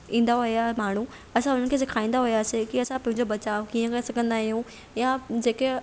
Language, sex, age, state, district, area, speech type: Sindhi, female, 18-30, Maharashtra, Thane, urban, spontaneous